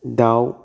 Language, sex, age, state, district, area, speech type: Bodo, male, 18-30, Assam, Kokrajhar, urban, read